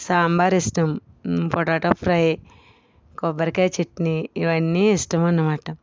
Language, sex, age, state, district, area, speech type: Telugu, female, 45-60, Andhra Pradesh, East Godavari, rural, spontaneous